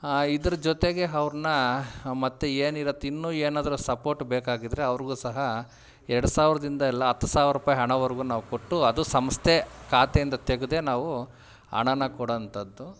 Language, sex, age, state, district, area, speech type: Kannada, male, 30-45, Karnataka, Kolar, urban, spontaneous